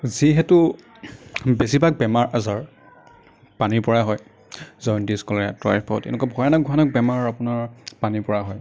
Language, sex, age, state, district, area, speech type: Assamese, male, 18-30, Assam, Nagaon, rural, spontaneous